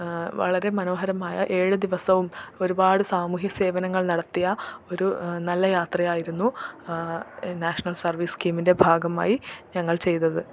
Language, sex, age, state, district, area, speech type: Malayalam, female, 18-30, Kerala, Malappuram, urban, spontaneous